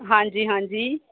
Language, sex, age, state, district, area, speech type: Punjabi, female, 30-45, Punjab, Mansa, urban, conversation